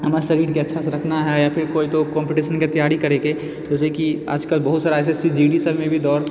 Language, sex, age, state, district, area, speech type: Maithili, male, 30-45, Bihar, Purnia, rural, spontaneous